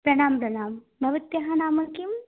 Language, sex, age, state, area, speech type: Sanskrit, female, 18-30, Assam, rural, conversation